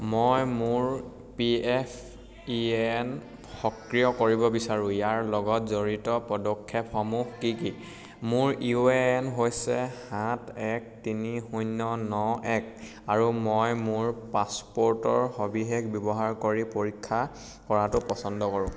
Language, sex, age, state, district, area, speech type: Assamese, male, 18-30, Assam, Sivasagar, rural, read